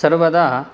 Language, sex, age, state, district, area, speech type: Sanskrit, male, 30-45, Karnataka, Shimoga, urban, spontaneous